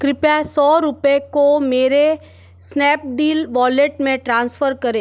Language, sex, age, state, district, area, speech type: Hindi, female, 30-45, Rajasthan, Jodhpur, urban, read